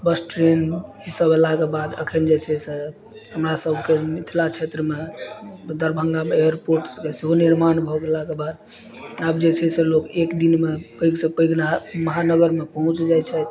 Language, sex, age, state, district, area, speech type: Maithili, male, 30-45, Bihar, Madhubani, rural, spontaneous